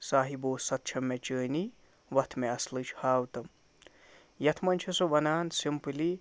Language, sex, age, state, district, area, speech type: Kashmiri, male, 60+, Jammu and Kashmir, Ganderbal, rural, spontaneous